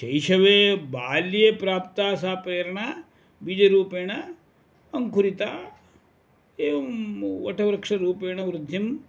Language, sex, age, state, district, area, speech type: Sanskrit, male, 60+, Karnataka, Uttara Kannada, rural, spontaneous